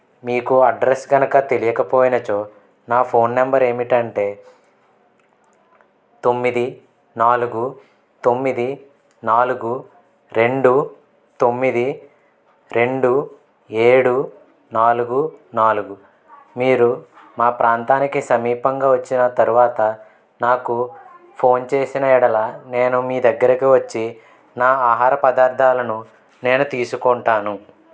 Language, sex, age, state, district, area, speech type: Telugu, male, 18-30, Andhra Pradesh, Konaseema, rural, spontaneous